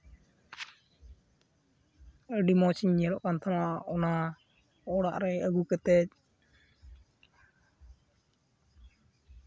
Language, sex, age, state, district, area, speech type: Santali, male, 18-30, West Bengal, Uttar Dinajpur, rural, spontaneous